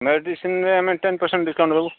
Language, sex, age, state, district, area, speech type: Odia, male, 45-60, Odisha, Sambalpur, rural, conversation